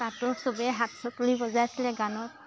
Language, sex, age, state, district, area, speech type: Assamese, female, 18-30, Assam, Lakhimpur, rural, spontaneous